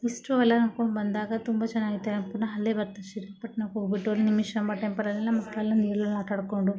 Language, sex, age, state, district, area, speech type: Kannada, female, 45-60, Karnataka, Mysore, rural, spontaneous